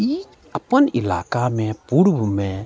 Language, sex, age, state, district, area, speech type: Maithili, male, 45-60, Bihar, Madhubani, rural, spontaneous